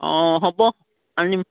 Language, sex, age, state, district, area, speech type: Assamese, female, 60+, Assam, Biswanath, rural, conversation